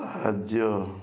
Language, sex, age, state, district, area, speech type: Odia, male, 45-60, Odisha, Balasore, rural, read